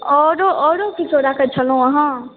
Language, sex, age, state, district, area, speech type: Maithili, male, 30-45, Bihar, Supaul, rural, conversation